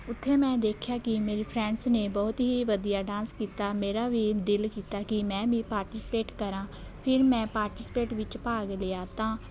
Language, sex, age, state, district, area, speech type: Punjabi, female, 18-30, Punjab, Shaheed Bhagat Singh Nagar, urban, spontaneous